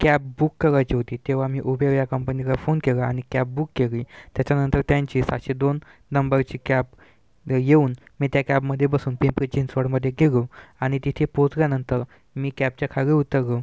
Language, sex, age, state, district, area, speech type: Marathi, male, 18-30, Maharashtra, Washim, urban, spontaneous